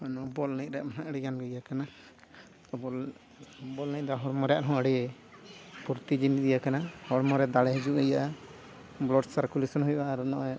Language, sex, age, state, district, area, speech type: Santali, male, 45-60, Odisha, Mayurbhanj, rural, spontaneous